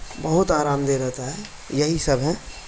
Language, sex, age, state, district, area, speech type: Urdu, male, 30-45, Uttar Pradesh, Mau, urban, spontaneous